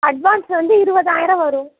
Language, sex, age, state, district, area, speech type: Tamil, female, 18-30, Tamil Nadu, Thoothukudi, urban, conversation